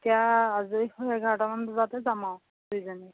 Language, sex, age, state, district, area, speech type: Assamese, female, 30-45, Assam, Jorhat, urban, conversation